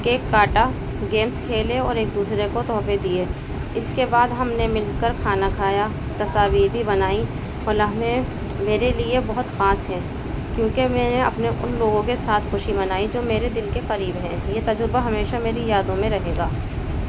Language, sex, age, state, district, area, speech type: Urdu, female, 30-45, Uttar Pradesh, Balrampur, urban, spontaneous